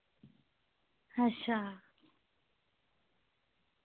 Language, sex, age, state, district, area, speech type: Dogri, female, 18-30, Jammu and Kashmir, Reasi, rural, conversation